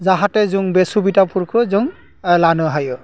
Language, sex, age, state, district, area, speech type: Bodo, male, 45-60, Assam, Udalguri, rural, spontaneous